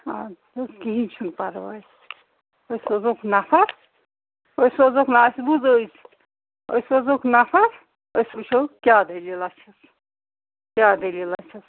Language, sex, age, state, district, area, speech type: Kashmiri, female, 45-60, Jammu and Kashmir, Srinagar, urban, conversation